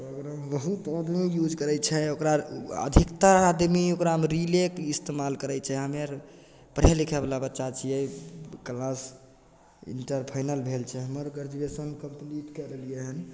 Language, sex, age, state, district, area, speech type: Maithili, male, 18-30, Bihar, Begusarai, rural, spontaneous